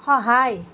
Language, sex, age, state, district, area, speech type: Assamese, female, 30-45, Assam, Kamrup Metropolitan, urban, read